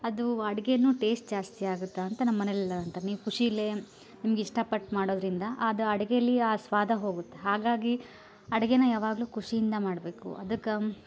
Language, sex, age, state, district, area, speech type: Kannada, female, 30-45, Karnataka, Koppal, rural, spontaneous